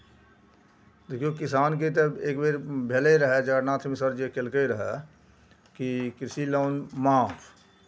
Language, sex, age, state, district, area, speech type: Maithili, male, 60+, Bihar, Araria, rural, spontaneous